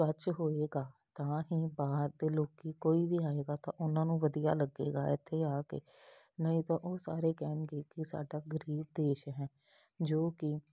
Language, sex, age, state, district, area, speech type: Punjabi, female, 30-45, Punjab, Jalandhar, urban, spontaneous